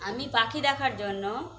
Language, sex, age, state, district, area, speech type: Bengali, female, 45-60, West Bengal, Birbhum, urban, spontaneous